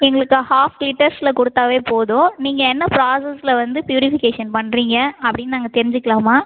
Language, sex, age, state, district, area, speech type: Tamil, female, 18-30, Tamil Nadu, Cuddalore, rural, conversation